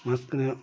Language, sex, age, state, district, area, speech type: Bengali, male, 60+, West Bengal, Birbhum, urban, spontaneous